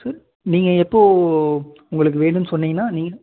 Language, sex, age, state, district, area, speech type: Tamil, male, 18-30, Tamil Nadu, Erode, rural, conversation